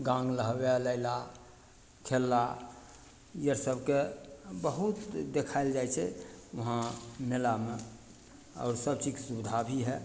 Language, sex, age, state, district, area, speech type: Maithili, male, 60+, Bihar, Begusarai, rural, spontaneous